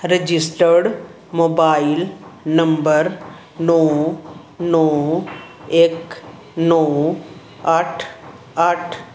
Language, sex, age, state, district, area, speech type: Punjabi, female, 60+, Punjab, Fazilka, rural, read